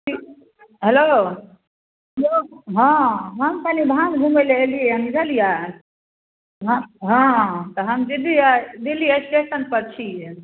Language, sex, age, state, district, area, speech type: Maithili, female, 45-60, Bihar, Darbhanga, urban, conversation